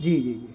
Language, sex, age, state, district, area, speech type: Urdu, male, 18-30, Bihar, Gaya, urban, spontaneous